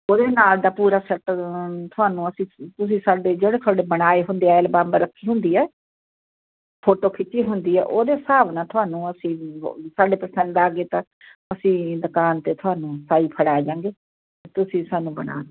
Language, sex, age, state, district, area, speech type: Punjabi, female, 60+, Punjab, Muktsar, urban, conversation